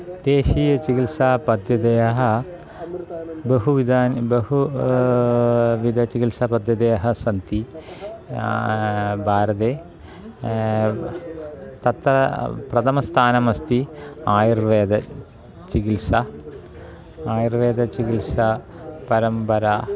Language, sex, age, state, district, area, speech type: Sanskrit, male, 45-60, Kerala, Thiruvananthapuram, urban, spontaneous